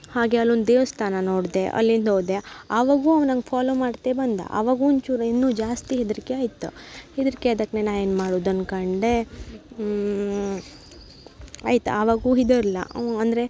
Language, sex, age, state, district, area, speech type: Kannada, female, 18-30, Karnataka, Uttara Kannada, rural, spontaneous